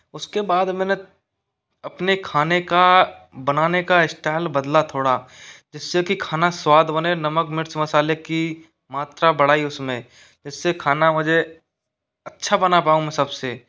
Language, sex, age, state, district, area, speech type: Hindi, male, 60+, Rajasthan, Karauli, rural, spontaneous